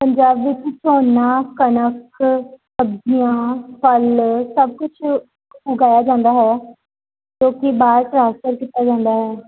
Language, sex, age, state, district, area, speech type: Punjabi, female, 18-30, Punjab, Gurdaspur, urban, conversation